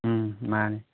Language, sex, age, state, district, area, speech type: Manipuri, male, 30-45, Manipur, Chandel, rural, conversation